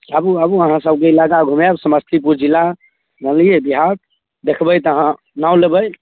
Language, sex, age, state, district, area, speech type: Maithili, male, 18-30, Bihar, Samastipur, rural, conversation